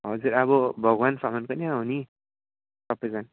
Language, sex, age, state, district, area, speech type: Nepali, male, 18-30, West Bengal, Alipurduar, urban, conversation